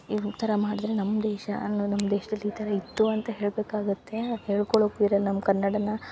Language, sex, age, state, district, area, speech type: Kannada, female, 18-30, Karnataka, Uttara Kannada, rural, spontaneous